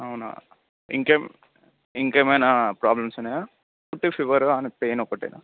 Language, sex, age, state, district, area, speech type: Telugu, male, 30-45, Telangana, Vikarabad, urban, conversation